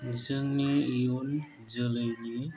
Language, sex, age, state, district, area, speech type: Bodo, male, 45-60, Assam, Chirang, rural, spontaneous